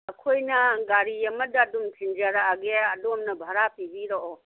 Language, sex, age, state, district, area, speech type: Manipuri, female, 60+, Manipur, Kangpokpi, urban, conversation